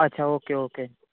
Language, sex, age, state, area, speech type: Gujarati, male, 18-30, Gujarat, urban, conversation